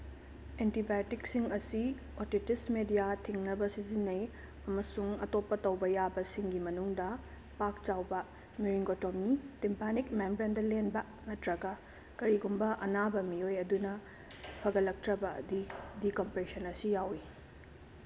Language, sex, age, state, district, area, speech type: Manipuri, female, 18-30, Manipur, Bishnupur, rural, read